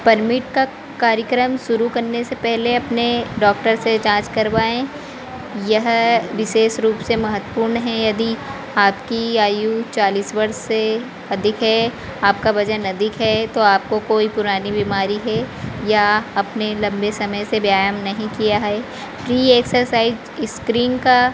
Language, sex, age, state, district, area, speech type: Hindi, female, 18-30, Madhya Pradesh, Harda, urban, spontaneous